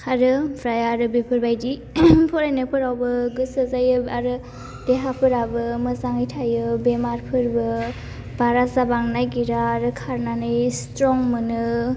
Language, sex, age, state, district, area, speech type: Bodo, female, 18-30, Assam, Baksa, rural, spontaneous